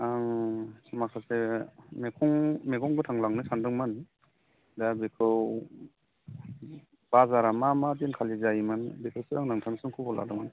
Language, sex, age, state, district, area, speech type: Bodo, male, 30-45, Assam, Udalguri, urban, conversation